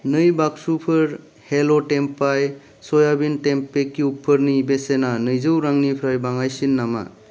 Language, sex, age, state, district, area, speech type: Bodo, male, 30-45, Assam, Kokrajhar, urban, read